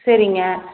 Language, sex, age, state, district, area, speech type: Tamil, female, 30-45, Tamil Nadu, Salem, urban, conversation